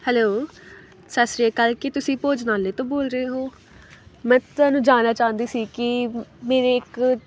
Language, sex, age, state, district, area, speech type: Punjabi, female, 18-30, Punjab, Pathankot, rural, spontaneous